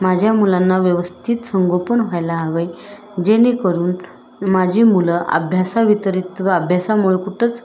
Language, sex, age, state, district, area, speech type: Marathi, female, 30-45, Maharashtra, Osmanabad, rural, spontaneous